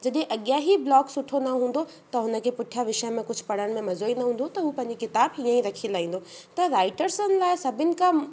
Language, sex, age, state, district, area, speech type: Sindhi, female, 18-30, Rajasthan, Ajmer, urban, spontaneous